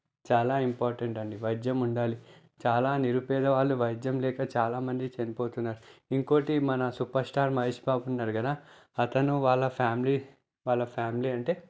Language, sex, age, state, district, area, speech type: Telugu, male, 30-45, Telangana, Peddapalli, rural, spontaneous